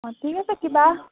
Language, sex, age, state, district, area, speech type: Assamese, female, 18-30, Assam, Golaghat, urban, conversation